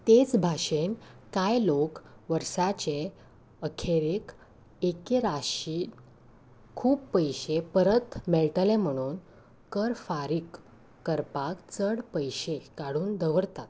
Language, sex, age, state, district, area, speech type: Goan Konkani, female, 18-30, Goa, Salcete, urban, read